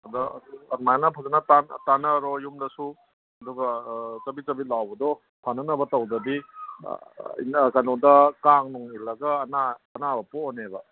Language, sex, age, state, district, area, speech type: Manipuri, male, 30-45, Manipur, Kangpokpi, urban, conversation